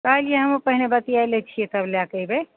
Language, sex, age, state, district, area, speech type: Maithili, female, 45-60, Bihar, Begusarai, rural, conversation